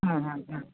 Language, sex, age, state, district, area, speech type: Bengali, female, 60+, West Bengal, North 24 Parganas, rural, conversation